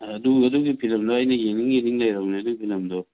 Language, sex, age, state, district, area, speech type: Manipuri, male, 45-60, Manipur, Imphal East, rural, conversation